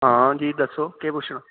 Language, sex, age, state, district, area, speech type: Dogri, male, 18-30, Jammu and Kashmir, Kathua, rural, conversation